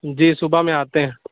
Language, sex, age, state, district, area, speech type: Urdu, male, 18-30, Uttar Pradesh, Lucknow, urban, conversation